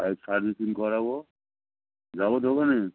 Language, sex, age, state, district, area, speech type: Bengali, male, 45-60, West Bengal, Hooghly, rural, conversation